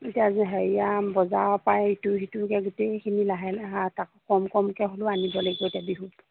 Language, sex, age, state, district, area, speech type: Assamese, female, 30-45, Assam, Charaideo, rural, conversation